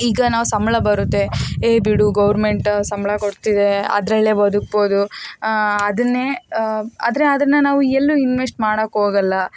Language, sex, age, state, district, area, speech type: Kannada, female, 30-45, Karnataka, Davanagere, rural, spontaneous